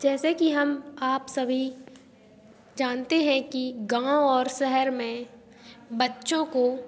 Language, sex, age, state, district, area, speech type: Hindi, female, 18-30, Madhya Pradesh, Hoshangabad, urban, spontaneous